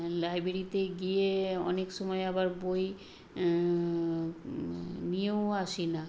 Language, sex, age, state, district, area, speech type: Bengali, female, 60+, West Bengal, Nadia, rural, spontaneous